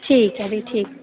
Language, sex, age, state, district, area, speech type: Dogri, female, 18-30, Jammu and Kashmir, Reasi, rural, conversation